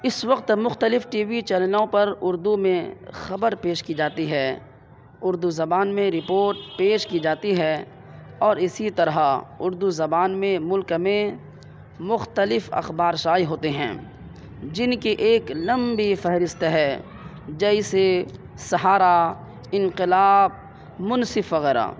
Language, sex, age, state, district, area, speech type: Urdu, male, 30-45, Bihar, Purnia, rural, spontaneous